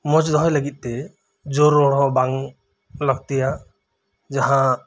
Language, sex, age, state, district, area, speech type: Santali, male, 30-45, West Bengal, Birbhum, rural, spontaneous